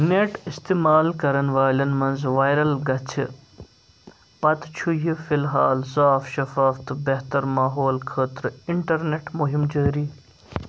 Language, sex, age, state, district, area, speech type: Kashmiri, male, 30-45, Jammu and Kashmir, Srinagar, urban, read